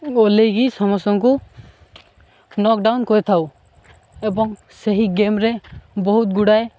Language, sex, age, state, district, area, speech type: Odia, male, 18-30, Odisha, Malkangiri, urban, spontaneous